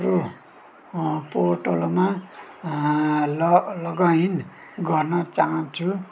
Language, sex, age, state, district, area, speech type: Nepali, male, 45-60, West Bengal, Darjeeling, rural, read